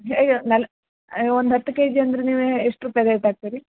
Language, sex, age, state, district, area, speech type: Kannada, female, 30-45, Karnataka, Uttara Kannada, rural, conversation